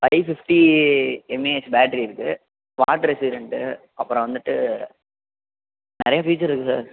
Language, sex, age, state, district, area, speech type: Tamil, male, 18-30, Tamil Nadu, Perambalur, rural, conversation